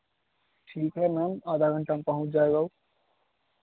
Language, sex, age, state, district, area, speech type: Hindi, male, 18-30, Bihar, Begusarai, urban, conversation